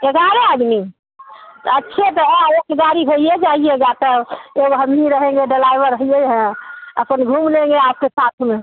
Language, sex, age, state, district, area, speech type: Hindi, female, 60+, Bihar, Begusarai, rural, conversation